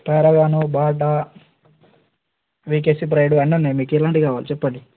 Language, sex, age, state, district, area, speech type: Telugu, male, 18-30, Telangana, Nagarkurnool, urban, conversation